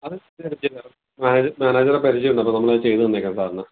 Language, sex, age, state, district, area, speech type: Malayalam, male, 30-45, Kerala, Idukki, rural, conversation